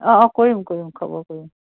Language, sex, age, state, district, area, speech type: Assamese, female, 45-60, Assam, Dhemaji, rural, conversation